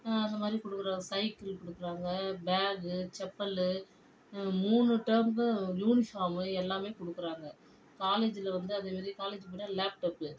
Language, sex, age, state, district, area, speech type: Tamil, female, 45-60, Tamil Nadu, Viluppuram, rural, spontaneous